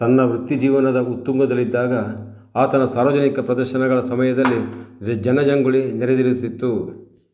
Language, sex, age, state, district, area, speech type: Kannada, male, 60+, Karnataka, Bangalore Rural, rural, read